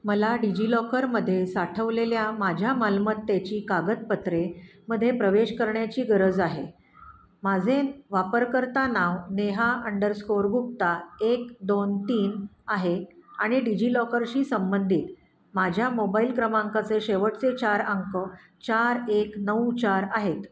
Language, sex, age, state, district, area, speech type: Marathi, female, 45-60, Maharashtra, Pune, urban, read